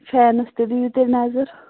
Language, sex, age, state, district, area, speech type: Kashmiri, female, 45-60, Jammu and Kashmir, Baramulla, urban, conversation